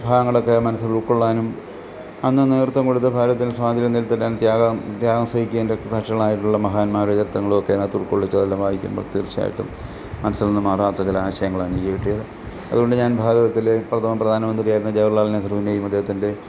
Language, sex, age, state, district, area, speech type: Malayalam, male, 60+, Kerala, Alappuzha, rural, spontaneous